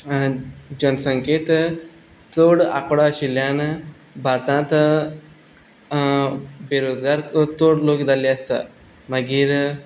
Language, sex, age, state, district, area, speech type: Goan Konkani, male, 18-30, Goa, Quepem, rural, spontaneous